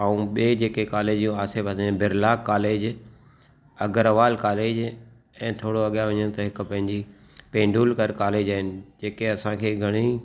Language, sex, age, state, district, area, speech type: Sindhi, male, 45-60, Maharashtra, Thane, urban, spontaneous